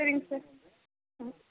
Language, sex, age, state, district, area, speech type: Tamil, female, 30-45, Tamil Nadu, Dharmapuri, rural, conversation